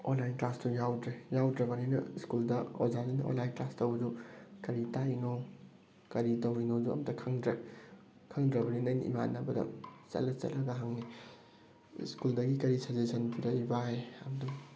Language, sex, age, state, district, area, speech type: Manipuri, male, 18-30, Manipur, Thoubal, rural, spontaneous